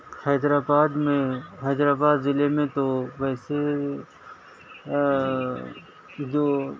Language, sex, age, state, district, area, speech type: Urdu, male, 60+, Telangana, Hyderabad, urban, spontaneous